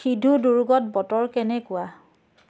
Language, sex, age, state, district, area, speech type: Assamese, female, 30-45, Assam, Biswanath, rural, read